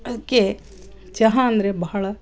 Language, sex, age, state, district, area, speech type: Kannada, female, 60+, Karnataka, Koppal, rural, spontaneous